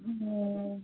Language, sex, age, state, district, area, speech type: Bengali, female, 45-60, West Bengal, Hooghly, rural, conversation